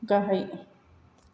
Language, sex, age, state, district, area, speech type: Bodo, female, 45-60, Assam, Chirang, rural, read